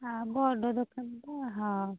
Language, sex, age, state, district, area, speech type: Odia, female, 18-30, Odisha, Jagatsinghpur, rural, conversation